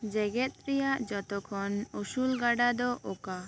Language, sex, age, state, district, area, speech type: Santali, female, 18-30, West Bengal, Birbhum, rural, read